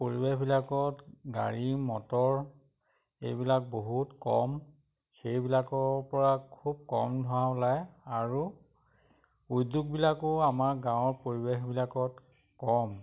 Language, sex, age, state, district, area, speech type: Assamese, male, 45-60, Assam, Majuli, rural, spontaneous